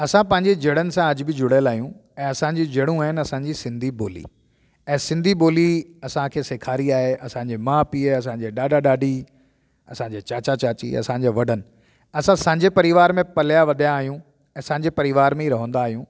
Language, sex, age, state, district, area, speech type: Sindhi, male, 30-45, Delhi, South Delhi, urban, spontaneous